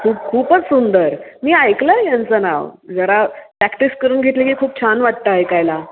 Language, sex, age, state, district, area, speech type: Marathi, female, 30-45, Maharashtra, Pune, urban, conversation